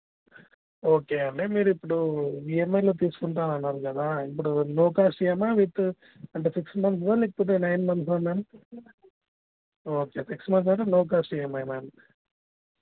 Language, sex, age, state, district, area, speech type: Telugu, male, 18-30, Telangana, Jagtial, urban, conversation